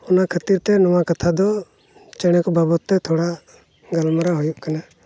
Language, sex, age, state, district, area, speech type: Santali, male, 30-45, Jharkhand, Pakur, rural, spontaneous